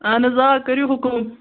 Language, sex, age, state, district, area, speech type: Kashmiri, female, 30-45, Jammu and Kashmir, Kupwara, rural, conversation